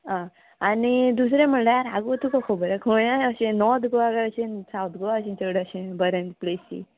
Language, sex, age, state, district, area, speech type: Goan Konkani, female, 18-30, Goa, Murmgao, rural, conversation